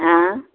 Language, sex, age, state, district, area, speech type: Goan Konkani, female, 45-60, Goa, Murmgao, urban, conversation